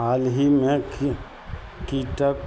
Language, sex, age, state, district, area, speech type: Maithili, male, 45-60, Bihar, Madhubani, rural, read